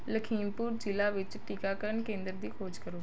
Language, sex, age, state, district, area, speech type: Punjabi, female, 18-30, Punjab, Rupnagar, urban, read